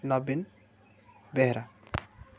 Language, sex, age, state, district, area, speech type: Odia, male, 18-30, Odisha, Ganjam, urban, spontaneous